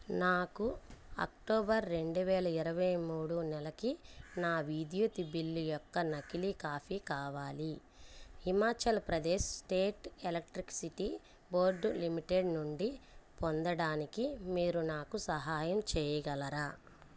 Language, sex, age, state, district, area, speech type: Telugu, female, 30-45, Andhra Pradesh, Bapatla, urban, read